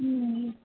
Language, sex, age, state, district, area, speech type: Tamil, female, 18-30, Tamil Nadu, Chennai, urban, conversation